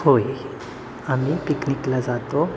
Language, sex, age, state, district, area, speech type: Marathi, male, 30-45, Maharashtra, Satara, urban, spontaneous